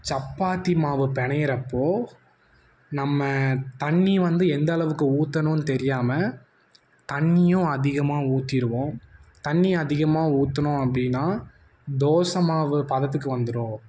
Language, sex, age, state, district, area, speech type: Tamil, male, 18-30, Tamil Nadu, Coimbatore, rural, spontaneous